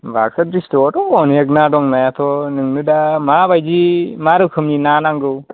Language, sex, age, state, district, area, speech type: Bodo, male, 18-30, Assam, Baksa, rural, conversation